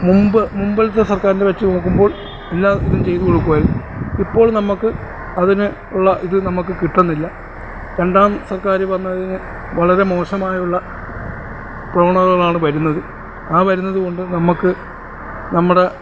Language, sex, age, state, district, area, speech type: Malayalam, male, 45-60, Kerala, Alappuzha, urban, spontaneous